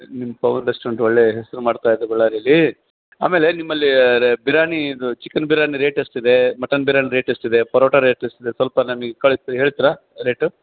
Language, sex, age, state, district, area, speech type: Kannada, male, 60+, Karnataka, Bellary, rural, conversation